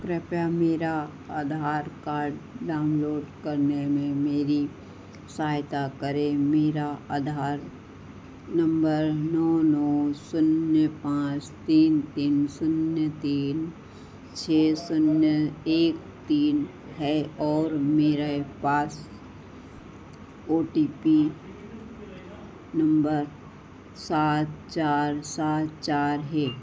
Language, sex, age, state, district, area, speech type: Hindi, female, 60+, Madhya Pradesh, Harda, urban, read